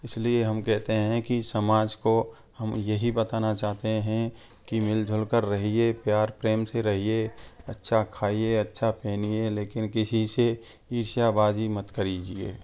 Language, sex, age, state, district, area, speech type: Hindi, male, 18-30, Rajasthan, Karauli, rural, spontaneous